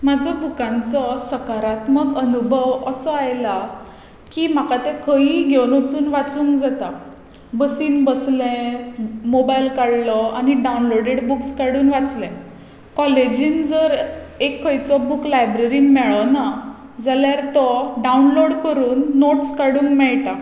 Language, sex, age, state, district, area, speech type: Goan Konkani, female, 18-30, Goa, Tiswadi, rural, spontaneous